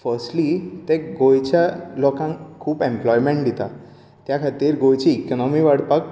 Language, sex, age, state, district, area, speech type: Goan Konkani, male, 18-30, Goa, Bardez, urban, spontaneous